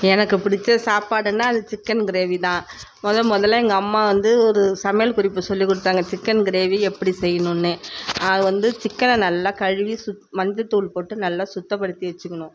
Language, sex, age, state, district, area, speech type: Tamil, female, 45-60, Tamil Nadu, Tiruvarur, rural, spontaneous